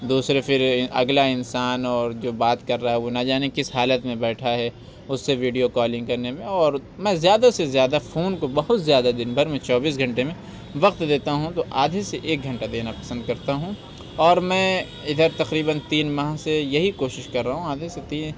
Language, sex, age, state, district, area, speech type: Urdu, male, 30-45, Uttar Pradesh, Lucknow, rural, spontaneous